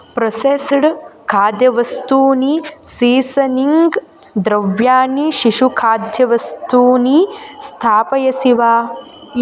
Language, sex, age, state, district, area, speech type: Sanskrit, female, 18-30, Karnataka, Gadag, urban, read